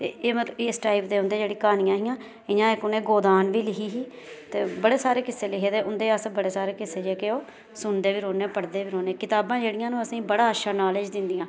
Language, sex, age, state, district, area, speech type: Dogri, female, 30-45, Jammu and Kashmir, Reasi, rural, spontaneous